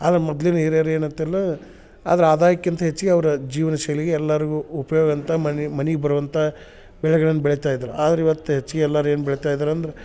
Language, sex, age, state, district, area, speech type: Kannada, male, 45-60, Karnataka, Dharwad, rural, spontaneous